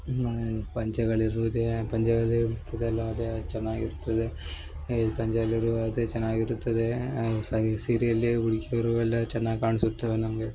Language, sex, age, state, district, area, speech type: Kannada, male, 18-30, Karnataka, Uttara Kannada, rural, spontaneous